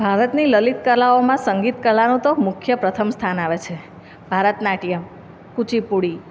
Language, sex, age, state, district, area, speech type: Gujarati, female, 30-45, Gujarat, Surat, urban, spontaneous